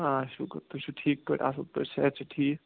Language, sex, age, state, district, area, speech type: Kashmiri, male, 30-45, Jammu and Kashmir, Ganderbal, rural, conversation